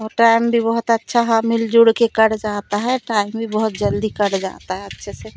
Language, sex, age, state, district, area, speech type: Hindi, female, 45-60, Madhya Pradesh, Seoni, urban, spontaneous